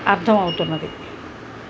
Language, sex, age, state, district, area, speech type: Telugu, female, 60+, Andhra Pradesh, Nellore, urban, spontaneous